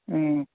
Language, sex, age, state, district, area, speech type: Manipuri, male, 30-45, Manipur, Kakching, rural, conversation